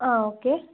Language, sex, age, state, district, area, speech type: Kannada, female, 18-30, Karnataka, Tumkur, urban, conversation